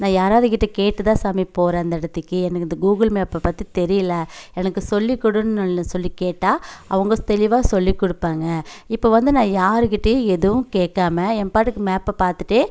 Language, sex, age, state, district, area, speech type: Tamil, female, 45-60, Tamil Nadu, Coimbatore, rural, spontaneous